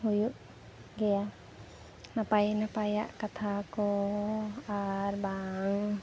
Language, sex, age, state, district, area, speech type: Santali, female, 30-45, Jharkhand, East Singhbhum, rural, spontaneous